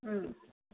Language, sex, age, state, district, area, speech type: Manipuri, female, 30-45, Manipur, Kangpokpi, urban, conversation